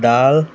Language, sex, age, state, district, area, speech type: Goan Konkani, male, 18-30, Goa, Murmgao, rural, spontaneous